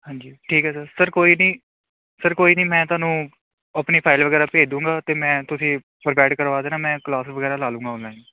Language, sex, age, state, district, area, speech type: Punjabi, male, 18-30, Punjab, Kapurthala, urban, conversation